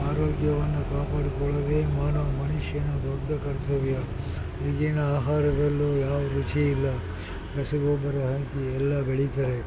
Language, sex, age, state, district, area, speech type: Kannada, male, 60+, Karnataka, Mysore, rural, spontaneous